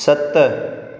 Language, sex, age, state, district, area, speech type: Sindhi, male, 30-45, Gujarat, Junagadh, rural, read